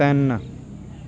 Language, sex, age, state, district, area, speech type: Punjabi, male, 18-30, Punjab, Bathinda, rural, read